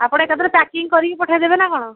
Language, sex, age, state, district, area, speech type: Odia, female, 18-30, Odisha, Kendujhar, urban, conversation